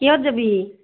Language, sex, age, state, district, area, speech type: Assamese, female, 30-45, Assam, Barpeta, rural, conversation